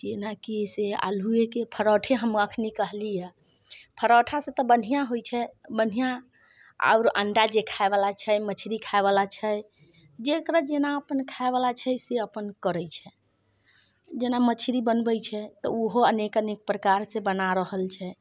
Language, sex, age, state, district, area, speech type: Maithili, female, 45-60, Bihar, Muzaffarpur, rural, spontaneous